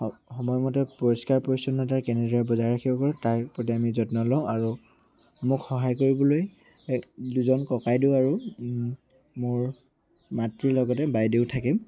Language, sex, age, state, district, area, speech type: Assamese, male, 18-30, Assam, Dhemaji, urban, spontaneous